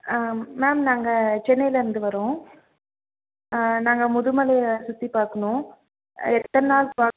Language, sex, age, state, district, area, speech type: Tamil, female, 18-30, Tamil Nadu, Nilgiris, rural, conversation